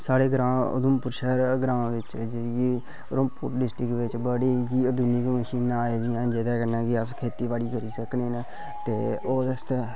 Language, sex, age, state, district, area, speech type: Dogri, male, 18-30, Jammu and Kashmir, Udhampur, rural, spontaneous